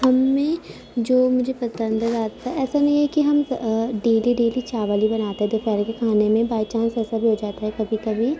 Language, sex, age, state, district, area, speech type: Urdu, female, 18-30, Uttar Pradesh, Ghaziabad, urban, spontaneous